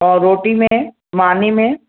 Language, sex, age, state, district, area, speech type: Sindhi, female, 45-60, Uttar Pradesh, Lucknow, urban, conversation